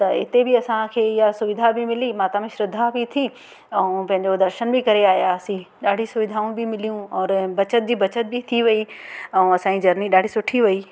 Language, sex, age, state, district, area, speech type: Sindhi, female, 45-60, Madhya Pradesh, Katni, urban, spontaneous